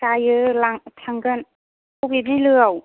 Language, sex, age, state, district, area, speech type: Bodo, female, 45-60, Assam, Kokrajhar, rural, conversation